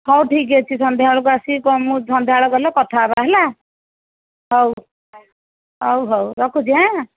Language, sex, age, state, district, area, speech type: Odia, female, 60+, Odisha, Jajpur, rural, conversation